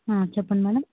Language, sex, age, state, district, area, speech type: Telugu, female, 30-45, Telangana, Medchal, urban, conversation